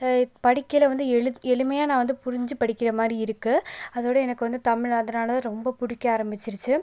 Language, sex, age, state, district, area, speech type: Tamil, female, 18-30, Tamil Nadu, Pudukkottai, rural, spontaneous